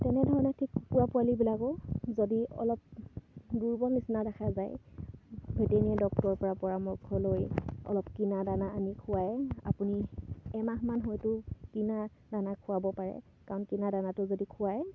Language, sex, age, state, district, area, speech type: Assamese, female, 18-30, Assam, Sivasagar, rural, spontaneous